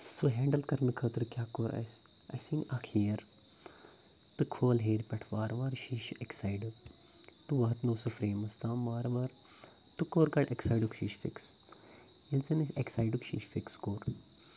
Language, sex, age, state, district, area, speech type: Kashmiri, male, 18-30, Jammu and Kashmir, Ganderbal, rural, spontaneous